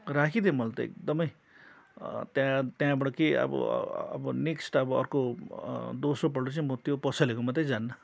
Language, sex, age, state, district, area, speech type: Nepali, male, 45-60, West Bengal, Darjeeling, rural, spontaneous